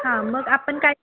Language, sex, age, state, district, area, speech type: Marathi, female, 18-30, Maharashtra, Kolhapur, urban, conversation